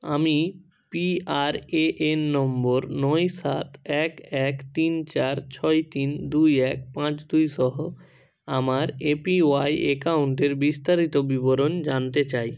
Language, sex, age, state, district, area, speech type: Bengali, male, 30-45, West Bengal, Purba Medinipur, rural, read